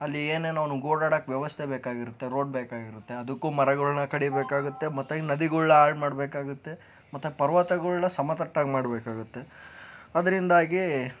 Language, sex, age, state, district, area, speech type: Kannada, male, 60+, Karnataka, Tumkur, rural, spontaneous